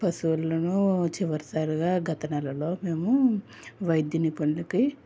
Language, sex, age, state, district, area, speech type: Telugu, female, 18-30, Andhra Pradesh, Anakapalli, rural, spontaneous